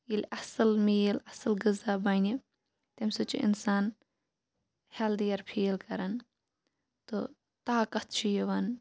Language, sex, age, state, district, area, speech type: Kashmiri, female, 18-30, Jammu and Kashmir, Shopian, urban, spontaneous